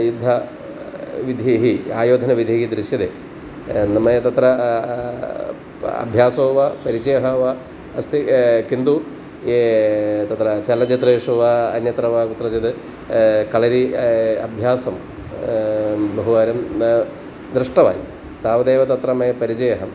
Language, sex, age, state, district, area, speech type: Sanskrit, male, 45-60, Kerala, Kottayam, rural, spontaneous